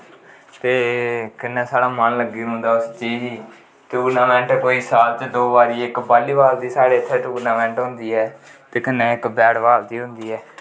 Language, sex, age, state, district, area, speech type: Dogri, male, 18-30, Jammu and Kashmir, Kathua, rural, spontaneous